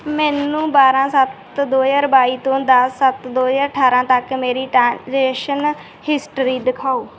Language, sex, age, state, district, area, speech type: Punjabi, female, 18-30, Punjab, Bathinda, rural, read